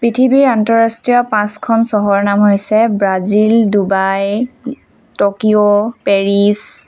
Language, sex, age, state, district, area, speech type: Assamese, female, 18-30, Assam, Tinsukia, urban, spontaneous